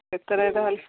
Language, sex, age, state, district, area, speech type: Odia, female, 45-60, Odisha, Gajapati, rural, conversation